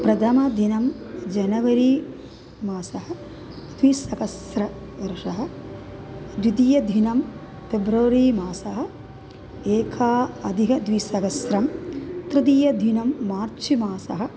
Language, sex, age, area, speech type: Sanskrit, female, 45-60, urban, spontaneous